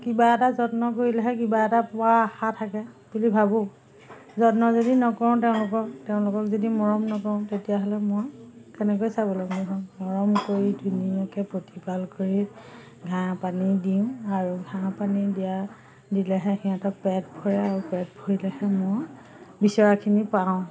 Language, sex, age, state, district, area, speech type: Assamese, female, 45-60, Assam, Majuli, urban, spontaneous